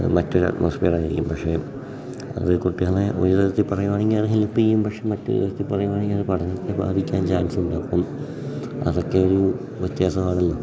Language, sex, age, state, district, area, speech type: Malayalam, male, 18-30, Kerala, Idukki, rural, spontaneous